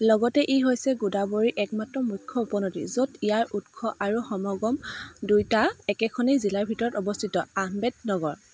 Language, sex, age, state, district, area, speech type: Assamese, female, 18-30, Assam, Dibrugarh, rural, read